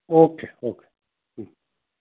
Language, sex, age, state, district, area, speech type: Bengali, male, 45-60, West Bengal, Paschim Bardhaman, urban, conversation